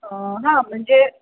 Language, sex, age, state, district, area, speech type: Marathi, female, 45-60, Maharashtra, Sangli, urban, conversation